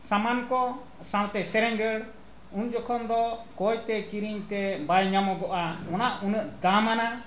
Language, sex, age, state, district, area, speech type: Santali, male, 60+, Jharkhand, Bokaro, rural, spontaneous